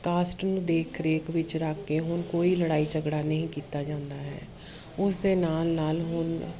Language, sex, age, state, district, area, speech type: Punjabi, female, 30-45, Punjab, Jalandhar, urban, spontaneous